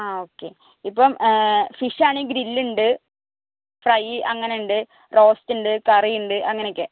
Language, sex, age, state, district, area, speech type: Malayalam, female, 45-60, Kerala, Kozhikode, urban, conversation